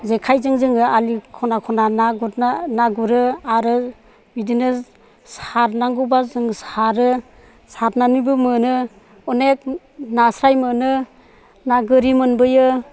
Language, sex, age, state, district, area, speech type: Bodo, female, 60+, Assam, Chirang, rural, spontaneous